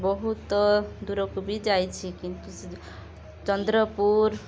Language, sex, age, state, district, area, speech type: Odia, female, 45-60, Odisha, Rayagada, rural, spontaneous